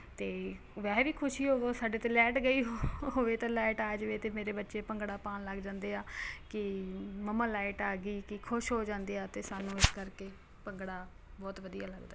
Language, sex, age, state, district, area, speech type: Punjabi, female, 30-45, Punjab, Ludhiana, urban, spontaneous